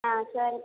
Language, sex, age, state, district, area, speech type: Tamil, female, 30-45, Tamil Nadu, Tirupattur, rural, conversation